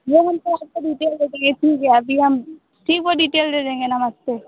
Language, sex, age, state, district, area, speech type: Hindi, female, 30-45, Uttar Pradesh, Sitapur, rural, conversation